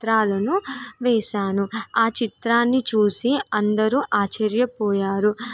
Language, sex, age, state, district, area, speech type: Telugu, female, 18-30, Telangana, Nirmal, rural, spontaneous